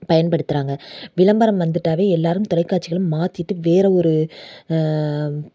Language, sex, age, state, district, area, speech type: Tamil, female, 18-30, Tamil Nadu, Sivaganga, rural, spontaneous